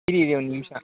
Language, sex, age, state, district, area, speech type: Kannada, male, 18-30, Karnataka, Mysore, urban, conversation